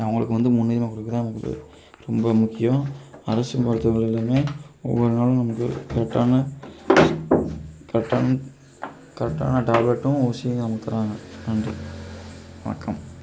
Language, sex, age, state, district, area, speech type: Tamil, male, 18-30, Tamil Nadu, Tiruchirappalli, rural, spontaneous